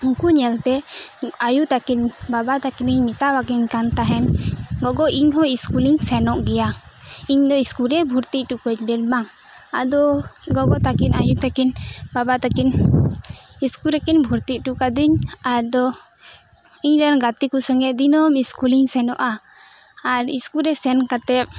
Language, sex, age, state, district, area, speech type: Santali, female, 18-30, West Bengal, Birbhum, rural, spontaneous